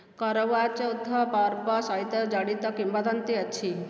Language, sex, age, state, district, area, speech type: Odia, female, 45-60, Odisha, Dhenkanal, rural, read